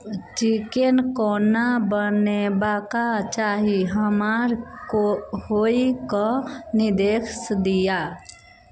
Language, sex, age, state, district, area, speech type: Maithili, female, 18-30, Bihar, Sitamarhi, rural, read